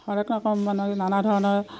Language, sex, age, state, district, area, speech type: Assamese, female, 60+, Assam, Udalguri, rural, spontaneous